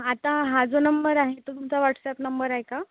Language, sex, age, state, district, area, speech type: Marathi, male, 18-30, Maharashtra, Nagpur, urban, conversation